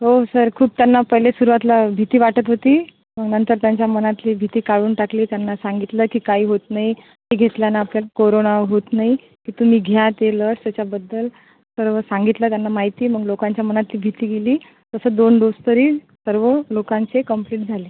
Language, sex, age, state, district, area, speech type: Marathi, female, 30-45, Maharashtra, Akola, rural, conversation